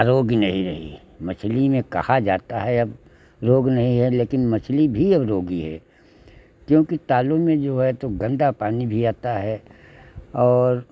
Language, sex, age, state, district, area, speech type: Hindi, male, 60+, Uttar Pradesh, Lucknow, rural, spontaneous